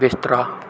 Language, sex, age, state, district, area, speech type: Punjabi, male, 18-30, Punjab, Bathinda, rural, read